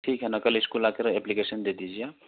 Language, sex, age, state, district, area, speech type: Hindi, male, 30-45, Madhya Pradesh, Betul, rural, conversation